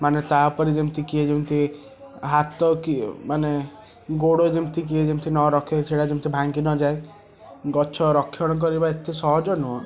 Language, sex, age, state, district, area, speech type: Odia, male, 18-30, Odisha, Cuttack, urban, spontaneous